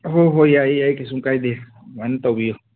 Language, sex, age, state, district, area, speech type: Manipuri, male, 30-45, Manipur, Kangpokpi, urban, conversation